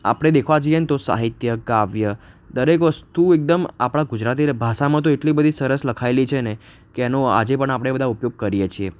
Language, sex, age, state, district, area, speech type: Gujarati, male, 18-30, Gujarat, Ahmedabad, urban, spontaneous